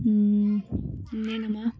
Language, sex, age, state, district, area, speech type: Kannada, female, 18-30, Karnataka, Bangalore Rural, rural, spontaneous